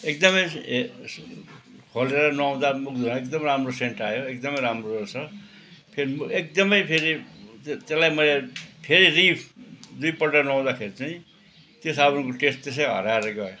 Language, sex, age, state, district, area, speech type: Nepali, male, 60+, West Bengal, Kalimpong, rural, spontaneous